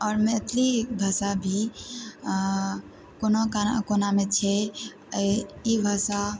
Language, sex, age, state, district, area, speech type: Maithili, female, 18-30, Bihar, Purnia, rural, spontaneous